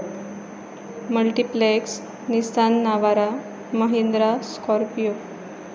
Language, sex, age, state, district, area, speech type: Goan Konkani, female, 18-30, Goa, Pernem, rural, spontaneous